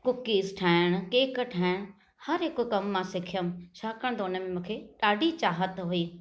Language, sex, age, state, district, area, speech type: Sindhi, female, 45-60, Maharashtra, Thane, urban, spontaneous